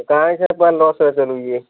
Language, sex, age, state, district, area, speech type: Odia, male, 30-45, Odisha, Sambalpur, rural, conversation